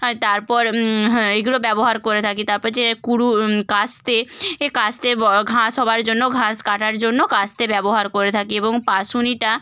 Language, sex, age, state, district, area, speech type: Bengali, female, 18-30, West Bengal, Bankura, urban, spontaneous